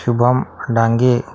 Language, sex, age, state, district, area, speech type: Marathi, male, 45-60, Maharashtra, Akola, urban, spontaneous